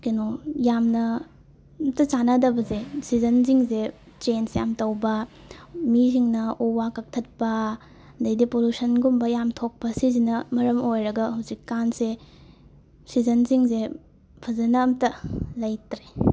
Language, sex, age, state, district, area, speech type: Manipuri, female, 18-30, Manipur, Imphal West, rural, spontaneous